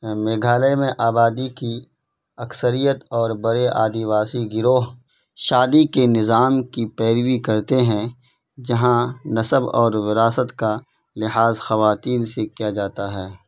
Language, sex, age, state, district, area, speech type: Urdu, male, 18-30, Bihar, Purnia, rural, read